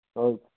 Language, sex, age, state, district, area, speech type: Telugu, male, 18-30, Telangana, Wanaparthy, urban, conversation